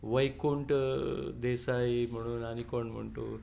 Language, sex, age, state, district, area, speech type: Goan Konkani, male, 60+, Goa, Tiswadi, rural, spontaneous